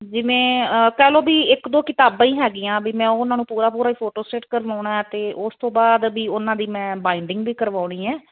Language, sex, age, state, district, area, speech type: Punjabi, female, 45-60, Punjab, Fazilka, rural, conversation